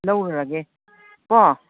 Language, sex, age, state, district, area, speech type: Manipuri, female, 60+, Manipur, Imphal East, rural, conversation